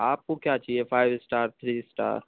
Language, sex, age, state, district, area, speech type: Urdu, male, 18-30, Uttar Pradesh, Balrampur, rural, conversation